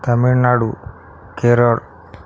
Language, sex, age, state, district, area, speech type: Marathi, male, 45-60, Maharashtra, Akola, urban, spontaneous